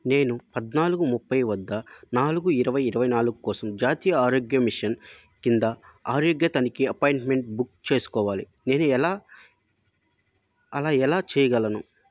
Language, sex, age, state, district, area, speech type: Telugu, male, 18-30, Andhra Pradesh, Nellore, rural, read